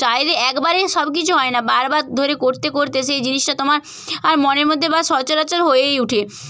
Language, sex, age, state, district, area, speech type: Bengali, female, 30-45, West Bengal, Purba Medinipur, rural, spontaneous